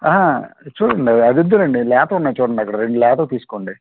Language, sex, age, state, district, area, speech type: Telugu, male, 30-45, Andhra Pradesh, Krishna, urban, conversation